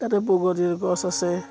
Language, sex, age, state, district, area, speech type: Assamese, female, 45-60, Assam, Udalguri, rural, spontaneous